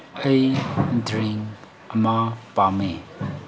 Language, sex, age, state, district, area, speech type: Manipuri, male, 18-30, Manipur, Kangpokpi, urban, read